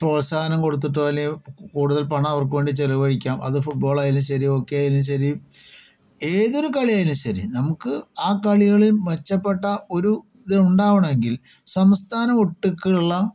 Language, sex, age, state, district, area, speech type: Malayalam, male, 30-45, Kerala, Palakkad, rural, spontaneous